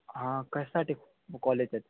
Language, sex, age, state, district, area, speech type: Marathi, male, 18-30, Maharashtra, Sangli, rural, conversation